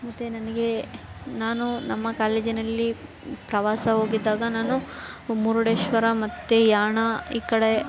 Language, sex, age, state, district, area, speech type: Kannada, female, 18-30, Karnataka, Chamarajanagar, rural, spontaneous